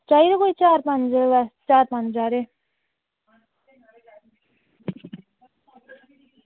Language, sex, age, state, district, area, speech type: Dogri, female, 60+, Jammu and Kashmir, Reasi, rural, conversation